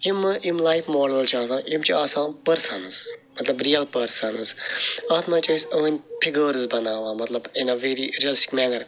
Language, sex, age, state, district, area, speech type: Kashmiri, male, 45-60, Jammu and Kashmir, Srinagar, urban, spontaneous